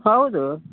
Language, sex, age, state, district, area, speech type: Kannada, male, 60+, Karnataka, Udupi, rural, conversation